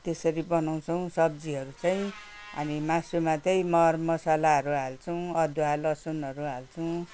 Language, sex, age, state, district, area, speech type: Nepali, female, 60+, West Bengal, Kalimpong, rural, spontaneous